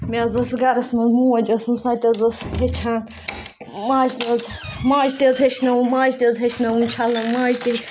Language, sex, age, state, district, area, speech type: Kashmiri, female, 30-45, Jammu and Kashmir, Ganderbal, rural, spontaneous